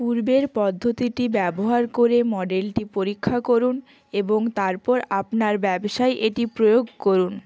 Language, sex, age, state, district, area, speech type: Bengali, female, 18-30, West Bengal, Jalpaiguri, rural, read